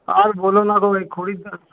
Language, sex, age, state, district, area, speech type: Bengali, male, 18-30, West Bengal, Paschim Bardhaman, rural, conversation